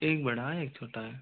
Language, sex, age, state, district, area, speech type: Hindi, male, 45-60, Rajasthan, Jodhpur, rural, conversation